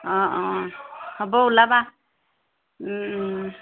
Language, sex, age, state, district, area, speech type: Assamese, female, 30-45, Assam, Sivasagar, rural, conversation